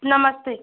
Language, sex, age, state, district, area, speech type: Hindi, female, 30-45, Uttar Pradesh, Azamgarh, rural, conversation